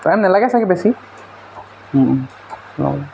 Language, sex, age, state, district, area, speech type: Assamese, male, 18-30, Assam, Tinsukia, rural, spontaneous